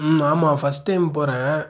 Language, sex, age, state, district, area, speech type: Tamil, male, 18-30, Tamil Nadu, Nagapattinam, rural, spontaneous